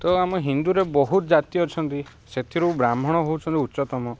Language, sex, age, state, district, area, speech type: Odia, male, 30-45, Odisha, Ganjam, urban, spontaneous